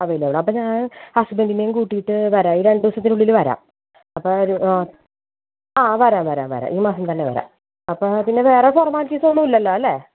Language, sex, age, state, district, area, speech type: Malayalam, female, 30-45, Kerala, Malappuram, rural, conversation